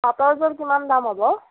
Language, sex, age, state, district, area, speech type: Assamese, female, 30-45, Assam, Nagaon, urban, conversation